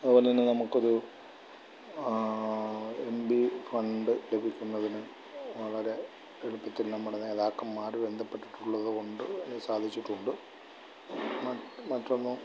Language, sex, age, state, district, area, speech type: Malayalam, male, 45-60, Kerala, Alappuzha, rural, spontaneous